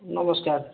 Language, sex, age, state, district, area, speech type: Odia, male, 45-60, Odisha, Bhadrak, rural, conversation